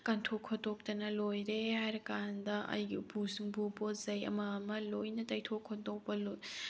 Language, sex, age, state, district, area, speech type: Manipuri, female, 30-45, Manipur, Tengnoupal, urban, spontaneous